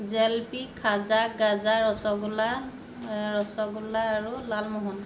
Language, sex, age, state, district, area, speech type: Assamese, female, 45-60, Assam, Majuli, urban, spontaneous